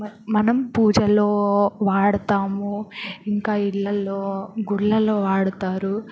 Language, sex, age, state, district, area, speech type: Telugu, female, 18-30, Andhra Pradesh, Bapatla, rural, spontaneous